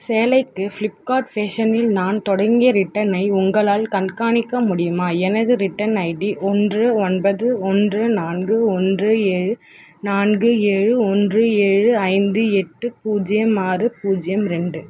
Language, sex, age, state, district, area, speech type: Tamil, female, 18-30, Tamil Nadu, Tiruvallur, urban, read